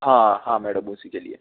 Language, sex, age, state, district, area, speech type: Hindi, male, 60+, Rajasthan, Jaipur, urban, conversation